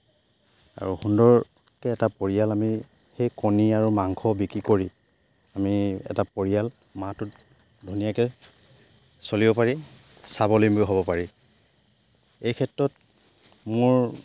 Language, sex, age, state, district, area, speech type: Assamese, male, 30-45, Assam, Charaideo, rural, spontaneous